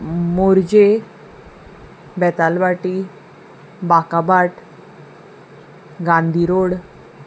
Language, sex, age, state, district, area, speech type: Goan Konkani, female, 30-45, Goa, Salcete, urban, spontaneous